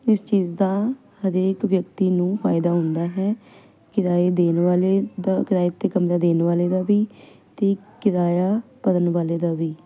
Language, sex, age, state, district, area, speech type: Punjabi, female, 18-30, Punjab, Ludhiana, urban, spontaneous